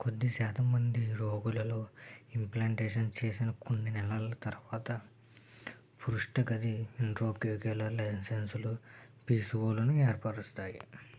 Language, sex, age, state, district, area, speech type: Telugu, male, 30-45, Andhra Pradesh, Krishna, urban, read